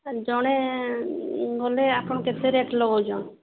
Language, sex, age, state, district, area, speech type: Odia, female, 30-45, Odisha, Sambalpur, rural, conversation